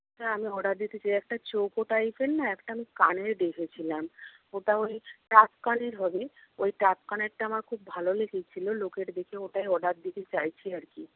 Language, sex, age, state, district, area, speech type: Bengali, female, 60+, West Bengal, Purba Medinipur, rural, conversation